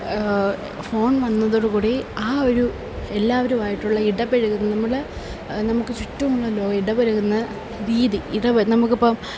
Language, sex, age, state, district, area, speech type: Malayalam, female, 18-30, Kerala, Kollam, rural, spontaneous